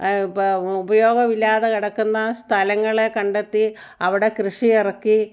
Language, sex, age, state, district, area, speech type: Malayalam, female, 60+, Kerala, Kottayam, rural, spontaneous